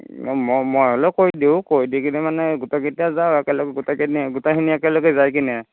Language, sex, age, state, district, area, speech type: Assamese, male, 60+, Assam, Nagaon, rural, conversation